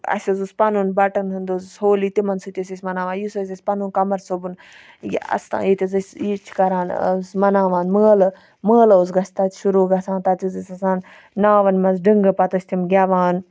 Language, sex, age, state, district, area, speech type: Kashmiri, female, 30-45, Jammu and Kashmir, Ganderbal, rural, spontaneous